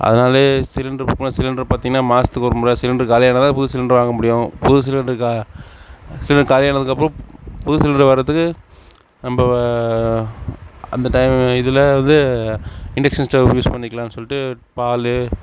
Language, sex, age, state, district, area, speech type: Tamil, male, 60+, Tamil Nadu, Mayiladuthurai, rural, spontaneous